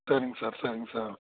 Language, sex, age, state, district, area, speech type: Tamil, male, 30-45, Tamil Nadu, Perambalur, urban, conversation